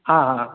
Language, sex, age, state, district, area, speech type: Maithili, male, 18-30, Bihar, Darbhanga, rural, conversation